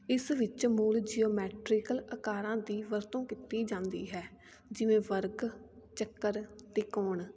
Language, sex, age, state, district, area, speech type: Punjabi, female, 18-30, Punjab, Fatehgarh Sahib, rural, spontaneous